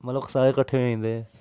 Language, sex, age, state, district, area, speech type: Dogri, male, 18-30, Jammu and Kashmir, Jammu, urban, spontaneous